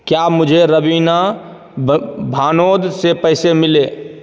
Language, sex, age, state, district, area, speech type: Hindi, male, 30-45, Bihar, Begusarai, rural, read